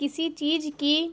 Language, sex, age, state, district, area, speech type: Urdu, female, 18-30, Bihar, Gaya, rural, spontaneous